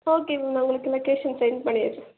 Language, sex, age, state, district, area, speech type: Tamil, female, 18-30, Tamil Nadu, Nagapattinam, rural, conversation